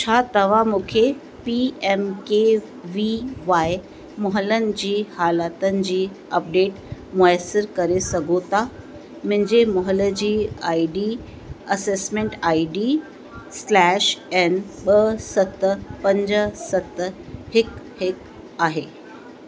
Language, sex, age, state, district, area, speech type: Sindhi, female, 45-60, Uttar Pradesh, Lucknow, rural, read